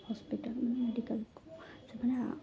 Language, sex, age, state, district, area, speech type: Odia, female, 18-30, Odisha, Koraput, urban, spontaneous